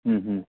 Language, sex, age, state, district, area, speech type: Malayalam, male, 45-60, Kerala, Idukki, rural, conversation